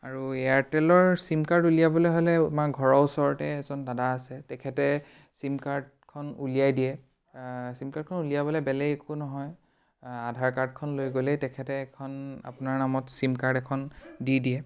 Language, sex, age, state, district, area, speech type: Assamese, male, 18-30, Assam, Biswanath, rural, spontaneous